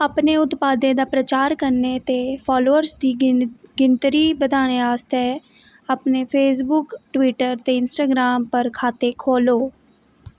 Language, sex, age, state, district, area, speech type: Dogri, female, 18-30, Jammu and Kashmir, Reasi, rural, read